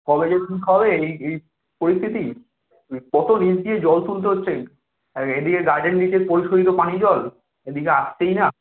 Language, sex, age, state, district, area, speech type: Bengali, male, 18-30, West Bengal, Kolkata, urban, conversation